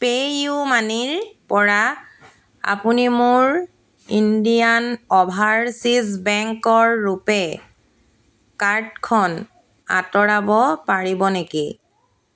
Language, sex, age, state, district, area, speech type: Assamese, female, 30-45, Assam, Golaghat, urban, read